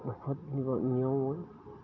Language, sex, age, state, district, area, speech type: Assamese, male, 60+, Assam, Udalguri, rural, spontaneous